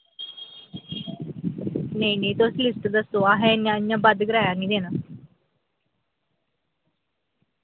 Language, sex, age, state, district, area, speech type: Dogri, female, 18-30, Jammu and Kashmir, Samba, urban, conversation